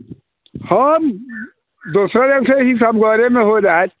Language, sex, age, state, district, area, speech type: Maithili, male, 60+, Bihar, Sitamarhi, rural, conversation